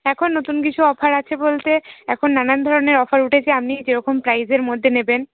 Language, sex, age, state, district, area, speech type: Bengali, female, 18-30, West Bengal, Cooch Behar, urban, conversation